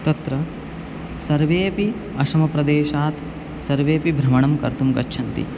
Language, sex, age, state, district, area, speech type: Sanskrit, male, 18-30, Assam, Biswanath, rural, spontaneous